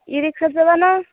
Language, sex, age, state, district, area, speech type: Assamese, female, 18-30, Assam, Barpeta, rural, conversation